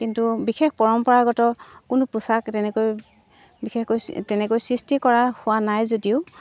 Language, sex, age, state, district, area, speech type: Assamese, female, 45-60, Assam, Dibrugarh, rural, spontaneous